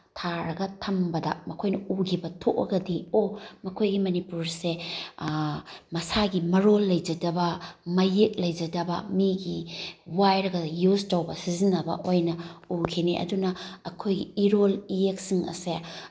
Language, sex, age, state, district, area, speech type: Manipuri, female, 30-45, Manipur, Bishnupur, rural, spontaneous